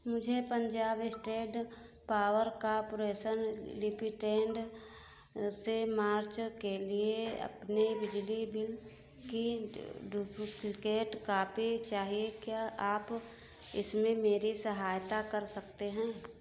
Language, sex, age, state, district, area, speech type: Hindi, female, 60+, Uttar Pradesh, Ayodhya, rural, read